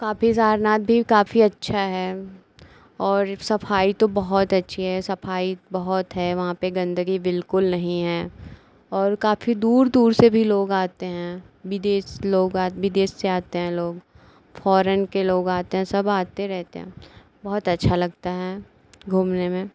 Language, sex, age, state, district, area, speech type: Hindi, female, 18-30, Uttar Pradesh, Pratapgarh, rural, spontaneous